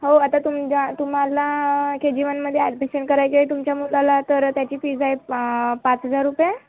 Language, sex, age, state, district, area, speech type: Marathi, female, 18-30, Maharashtra, Nagpur, rural, conversation